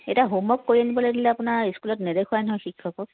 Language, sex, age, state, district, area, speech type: Assamese, female, 45-60, Assam, Sivasagar, urban, conversation